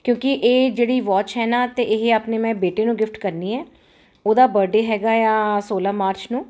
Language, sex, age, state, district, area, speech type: Punjabi, female, 45-60, Punjab, Ludhiana, urban, spontaneous